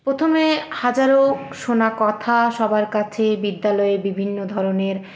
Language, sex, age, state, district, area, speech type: Bengali, female, 18-30, West Bengal, Purulia, urban, spontaneous